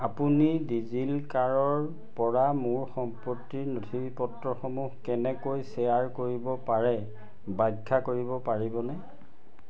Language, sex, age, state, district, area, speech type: Assamese, male, 45-60, Assam, Majuli, urban, read